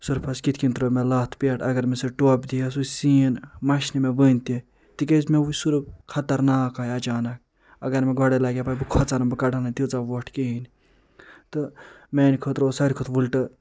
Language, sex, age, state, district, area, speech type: Kashmiri, male, 30-45, Jammu and Kashmir, Ganderbal, urban, spontaneous